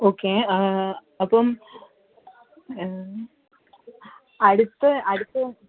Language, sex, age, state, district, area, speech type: Malayalam, female, 18-30, Kerala, Pathanamthitta, rural, conversation